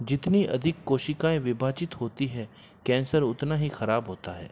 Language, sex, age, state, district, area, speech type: Hindi, male, 45-60, Rajasthan, Jodhpur, urban, read